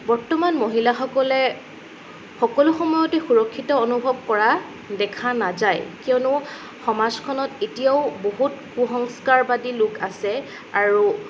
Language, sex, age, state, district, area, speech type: Assamese, female, 18-30, Assam, Sonitpur, rural, spontaneous